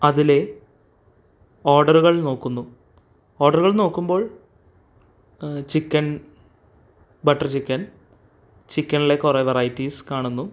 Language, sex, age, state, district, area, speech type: Malayalam, male, 18-30, Kerala, Thrissur, urban, spontaneous